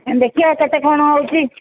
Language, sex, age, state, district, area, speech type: Odia, female, 45-60, Odisha, Sundergarh, rural, conversation